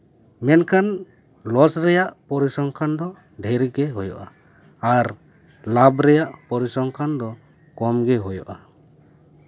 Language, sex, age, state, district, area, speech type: Santali, male, 30-45, West Bengal, Paschim Bardhaman, urban, spontaneous